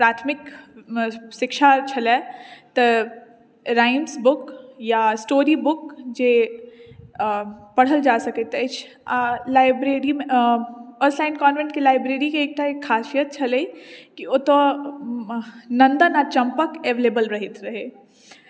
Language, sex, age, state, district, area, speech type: Maithili, female, 60+, Bihar, Madhubani, rural, spontaneous